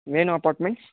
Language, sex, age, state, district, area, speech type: Telugu, male, 18-30, Andhra Pradesh, Chittoor, rural, conversation